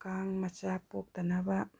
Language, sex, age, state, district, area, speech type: Manipuri, female, 30-45, Manipur, Tengnoupal, rural, spontaneous